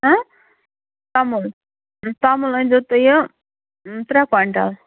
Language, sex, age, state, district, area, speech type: Kashmiri, female, 30-45, Jammu and Kashmir, Srinagar, urban, conversation